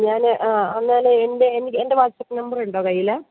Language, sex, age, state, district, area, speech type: Malayalam, female, 30-45, Kerala, Idukki, rural, conversation